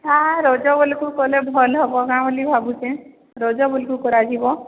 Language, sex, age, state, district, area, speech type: Odia, female, 45-60, Odisha, Sambalpur, rural, conversation